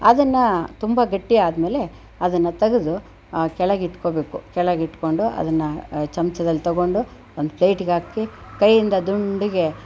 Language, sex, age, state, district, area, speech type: Kannada, female, 60+, Karnataka, Chitradurga, rural, spontaneous